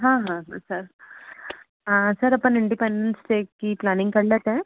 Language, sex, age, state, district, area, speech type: Hindi, female, 30-45, Madhya Pradesh, Ujjain, urban, conversation